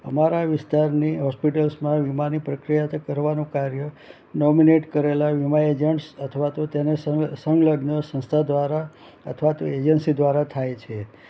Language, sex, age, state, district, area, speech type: Gujarati, male, 60+, Gujarat, Anand, urban, spontaneous